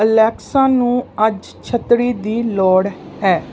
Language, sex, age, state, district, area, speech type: Punjabi, female, 30-45, Punjab, Pathankot, rural, read